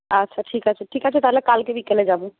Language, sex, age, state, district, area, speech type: Bengali, female, 18-30, West Bengal, Jhargram, rural, conversation